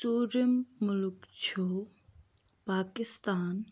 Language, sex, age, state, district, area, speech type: Kashmiri, female, 18-30, Jammu and Kashmir, Pulwama, rural, spontaneous